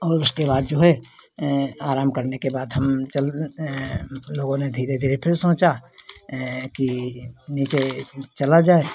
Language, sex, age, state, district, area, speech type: Hindi, female, 60+, Uttar Pradesh, Hardoi, rural, spontaneous